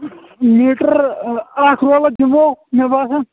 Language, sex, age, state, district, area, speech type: Kashmiri, male, 18-30, Jammu and Kashmir, Shopian, rural, conversation